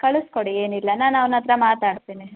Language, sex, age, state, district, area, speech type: Kannada, female, 18-30, Karnataka, Hassan, rural, conversation